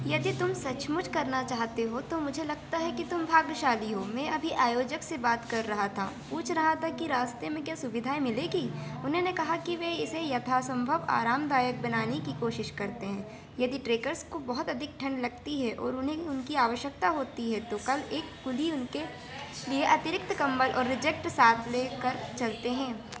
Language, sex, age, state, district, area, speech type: Hindi, female, 18-30, Madhya Pradesh, Chhindwara, urban, read